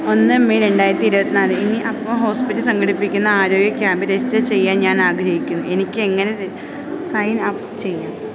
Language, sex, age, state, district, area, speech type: Malayalam, female, 18-30, Kerala, Idukki, rural, read